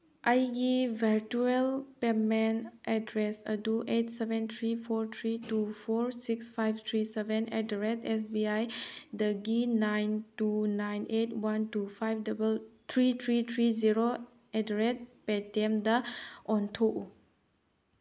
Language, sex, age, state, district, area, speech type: Manipuri, female, 30-45, Manipur, Tengnoupal, urban, read